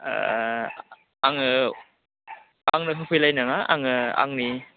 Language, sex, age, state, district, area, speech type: Bodo, male, 30-45, Assam, Baksa, urban, conversation